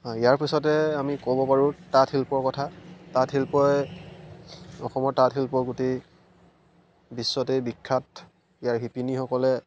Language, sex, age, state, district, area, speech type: Assamese, male, 30-45, Assam, Majuli, urban, spontaneous